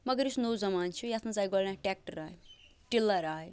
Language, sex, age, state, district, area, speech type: Kashmiri, female, 18-30, Jammu and Kashmir, Bandipora, rural, spontaneous